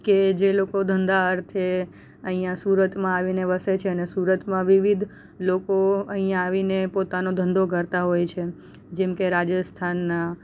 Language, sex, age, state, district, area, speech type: Gujarati, female, 18-30, Gujarat, Surat, rural, spontaneous